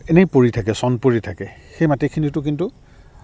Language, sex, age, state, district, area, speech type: Assamese, male, 45-60, Assam, Goalpara, urban, spontaneous